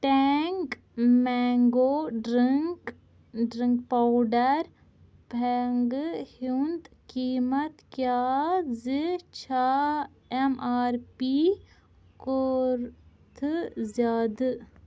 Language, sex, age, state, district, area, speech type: Kashmiri, female, 18-30, Jammu and Kashmir, Ganderbal, rural, read